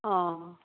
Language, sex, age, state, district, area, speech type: Assamese, female, 60+, Assam, Lakhimpur, rural, conversation